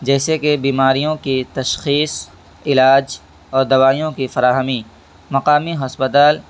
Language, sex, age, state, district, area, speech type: Urdu, male, 18-30, Delhi, East Delhi, urban, spontaneous